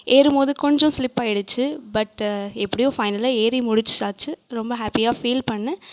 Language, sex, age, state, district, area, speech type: Tamil, female, 18-30, Tamil Nadu, Krishnagiri, rural, spontaneous